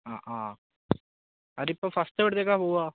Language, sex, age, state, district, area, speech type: Malayalam, male, 18-30, Kerala, Wayanad, rural, conversation